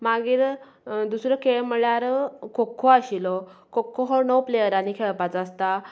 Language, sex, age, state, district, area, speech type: Goan Konkani, female, 30-45, Goa, Canacona, rural, spontaneous